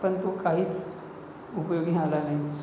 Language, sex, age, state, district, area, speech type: Marathi, male, 30-45, Maharashtra, Nagpur, urban, spontaneous